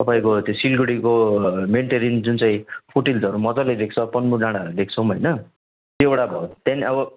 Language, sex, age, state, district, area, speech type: Nepali, male, 30-45, West Bengal, Kalimpong, rural, conversation